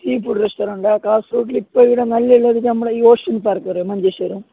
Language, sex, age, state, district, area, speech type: Malayalam, male, 18-30, Kerala, Kasaragod, urban, conversation